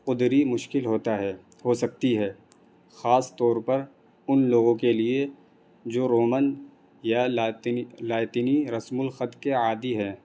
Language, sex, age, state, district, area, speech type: Urdu, male, 18-30, Delhi, North East Delhi, urban, spontaneous